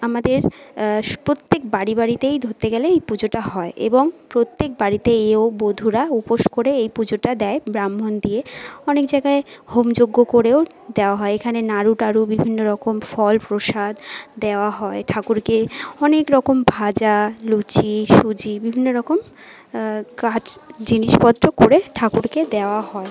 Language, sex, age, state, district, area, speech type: Bengali, female, 45-60, West Bengal, Jhargram, rural, spontaneous